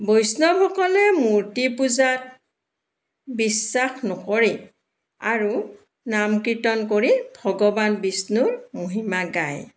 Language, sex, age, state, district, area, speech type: Assamese, female, 60+, Assam, Dibrugarh, urban, spontaneous